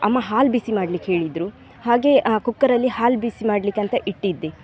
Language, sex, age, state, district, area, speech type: Kannada, female, 18-30, Karnataka, Dakshina Kannada, urban, spontaneous